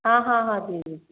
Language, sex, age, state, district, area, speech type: Hindi, female, 30-45, Rajasthan, Jaipur, urban, conversation